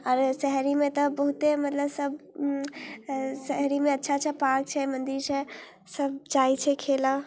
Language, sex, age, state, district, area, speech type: Maithili, female, 18-30, Bihar, Muzaffarpur, rural, spontaneous